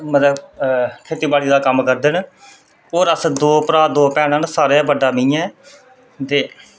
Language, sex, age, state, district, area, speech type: Dogri, male, 30-45, Jammu and Kashmir, Reasi, rural, spontaneous